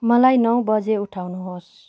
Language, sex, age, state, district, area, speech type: Nepali, female, 18-30, West Bengal, Kalimpong, rural, read